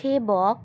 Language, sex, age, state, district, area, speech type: Bengali, female, 18-30, West Bengal, Alipurduar, rural, spontaneous